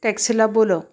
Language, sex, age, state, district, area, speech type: Marathi, female, 45-60, Maharashtra, Osmanabad, rural, read